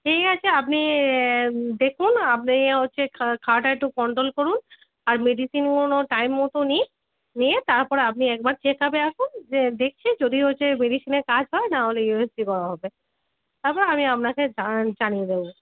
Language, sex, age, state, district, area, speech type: Bengali, female, 30-45, West Bengal, Darjeeling, rural, conversation